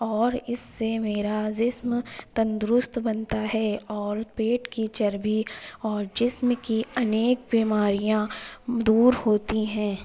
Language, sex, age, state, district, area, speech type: Urdu, female, 30-45, Uttar Pradesh, Lucknow, rural, spontaneous